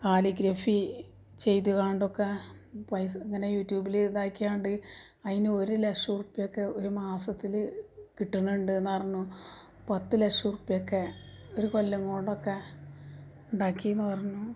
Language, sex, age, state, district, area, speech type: Malayalam, female, 45-60, Kerala, Malappuram, rural, spontaneous